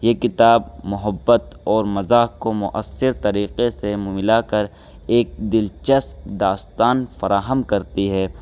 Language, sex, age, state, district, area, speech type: Urdu, male, 18-30, Uttar Pradesh, Saharanpur, urban, spontaneous